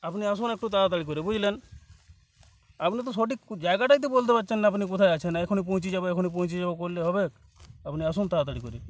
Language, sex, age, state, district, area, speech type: Bengali, male, 30-45, West Bengal, Uttar Dinajpur, rural, spontaneous